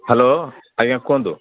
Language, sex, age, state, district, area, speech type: Odia, male, 60+, Odisha, Jharsuguda, rural, conversation